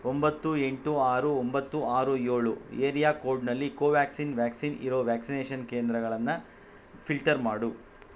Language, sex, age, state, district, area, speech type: Kannada, male, 45-60, Karnataka, Kolar, urban, read